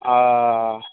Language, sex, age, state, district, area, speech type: Maithili, male, 18-30, Bihar, Araria, urban, conversation